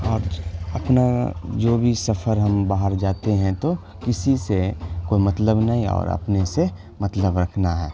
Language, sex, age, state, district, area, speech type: Urdu, male, 18-30, Bihar, Khagaria, rural, spontaneous